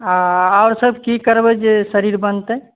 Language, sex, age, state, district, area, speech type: Maithili, male, 18-30, Bihar, Muzaffarpur, rural, conversation